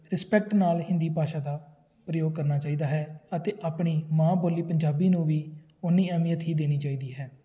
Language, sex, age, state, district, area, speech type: Punjabi, male, 18-30, Punjab, Tarn Taran, urban, spontaneous